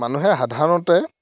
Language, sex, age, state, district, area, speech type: Assamese, male, 18-30, Assam, Dhemaji, rural, spontaneous